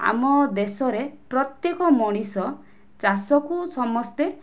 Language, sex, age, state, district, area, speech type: Odia, female, 18-30, Odisha, Kandhamal, rural, spontaneous